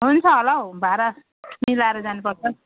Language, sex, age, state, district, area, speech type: Nepali, female, 45-60, West Bengal, Jalpaiguri, rural, conversation